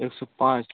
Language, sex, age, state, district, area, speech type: Hindi, male, 18-30, Uttar Pradesh, Varanasi, rural, conversation